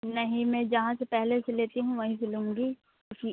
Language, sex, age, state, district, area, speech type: Hindi, female, 18-30, Bihar, Muzaffarpur, rural, conversation